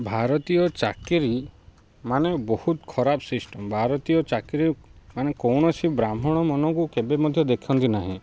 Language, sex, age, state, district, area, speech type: Odia, male, 30-45, Odisha, Ganjam, urban, spontaneous